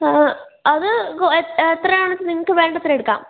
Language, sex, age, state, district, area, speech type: Malayalam, female, 18-30, Kerala, Wayanad, rural, conversation